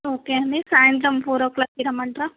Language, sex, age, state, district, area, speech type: Telugu, female, 18-30, Andhra Pradesh, Visakhapatnam, urban, conversation